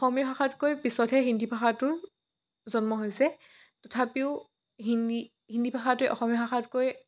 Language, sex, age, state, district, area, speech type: Assamese, female, 18-30, Assam, Dhemaji, rural, spontaneous